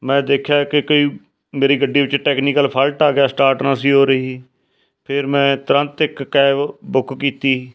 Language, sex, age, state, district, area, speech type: Punjabi, male, 45-60, Punjab, Fatehgarh Sahib, rural, spontaneous